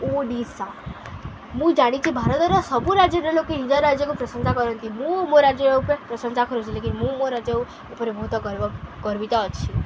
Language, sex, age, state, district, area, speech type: Odia, female, 18-30, Odisha, Subarnapur, urban, spontaneous